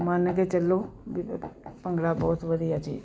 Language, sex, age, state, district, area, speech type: Punjabi, female, 60+, Punjab, Jalandhar, urban, spontaneous